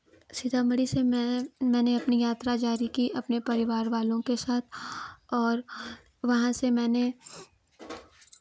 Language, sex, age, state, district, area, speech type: Hindi, female, 18-30, Uttar Pradesh, Chandauli, urban, spontaneous